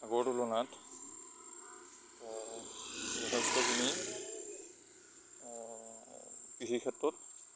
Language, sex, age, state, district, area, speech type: Assamese, male, 30-45, Assam, Lakhimpur, rural, spontaneous